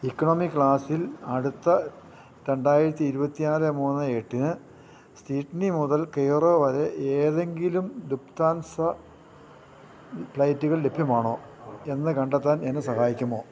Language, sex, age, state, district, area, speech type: Malayalam, male, 60+, Kerala, Idukki, rural, read